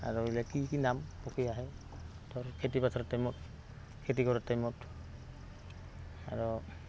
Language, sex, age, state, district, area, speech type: Assamese, male, 18-30, Assam, Goalpara, rural, spontaneous